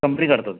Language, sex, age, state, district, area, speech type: Telugu, male, 45-60, Andhra Pradesh, West Godavari, urban, conversation